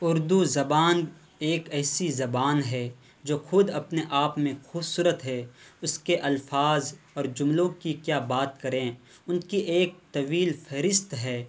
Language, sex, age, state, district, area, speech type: Urdu, male, 18-30, Bihar, Purnia, rural, spontaneous